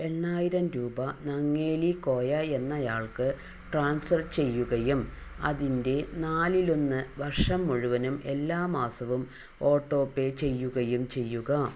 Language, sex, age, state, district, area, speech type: Malayalam, female, 45-60, Kerala, Palakkad, rural, read